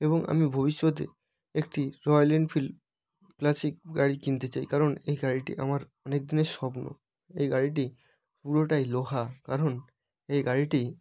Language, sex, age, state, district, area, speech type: Bengali, male, 18-30, West Bengal, North 24 Parganas, rural, spontaneous